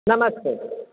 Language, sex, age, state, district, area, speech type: Hindi, female, 60+, Uttar Pradesh, Varanasi, rural, conversation